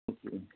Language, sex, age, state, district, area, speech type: Kashmiri, male, 45-60, Jammu and Kashmir, Srinagar, urban, conversation